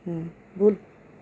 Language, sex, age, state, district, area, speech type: Marathi, female, 60+, Maharashtra, Nanded, urban, spontaneous